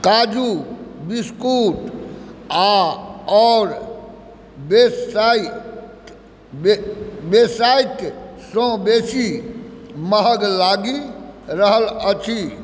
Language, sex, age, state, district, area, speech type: Maithili, male, 60+, Bihar, Supaul, rural, read